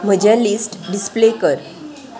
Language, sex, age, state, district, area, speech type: Goan Konkani, female, 45-60, Goa, Salcete, urban, read